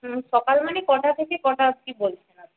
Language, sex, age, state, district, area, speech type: Bengali, female, 18-30, West Bengal, Paschim Medinipur, rural, conversation